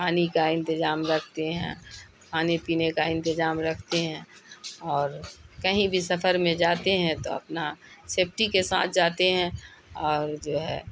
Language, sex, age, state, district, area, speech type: Urdu, female, 60+, Bihar, Khagaria, rural, spontaneous